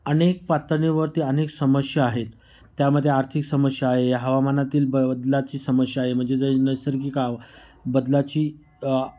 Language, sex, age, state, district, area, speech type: Marathi, male, 45-60, Maharashtra, Nashik, rural, spontaneous